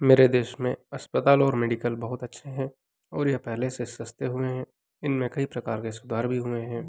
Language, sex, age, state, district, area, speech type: Hindi, male, 30-45, Madhya Pradesh, Ujjain, rural, spontaneous